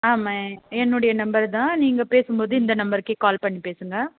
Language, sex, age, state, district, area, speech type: Tamil, female, 18-30, Tamil Nadu, Krishnagiri, rural, conversation